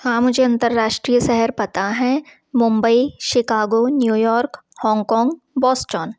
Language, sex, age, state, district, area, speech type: Hindi, female, 30-45, Madhya Pradesh, Jabalpur, urban, spontaneous